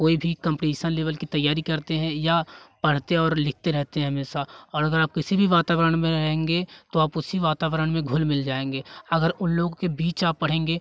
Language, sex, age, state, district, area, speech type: Hindi, male, 18-30, Uttar Pradesh, Jaunpur, rural, spontaneous